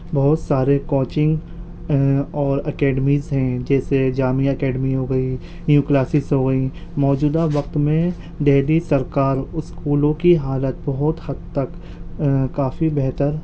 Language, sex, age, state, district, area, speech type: Urdu, male, 18-30, Delhi, Central Delhi, urban, spontaneous